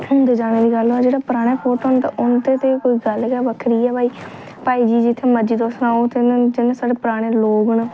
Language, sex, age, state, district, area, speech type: Dogri, female, 18-30, Jammu and Kashmir, Jammu, rural, spontaneous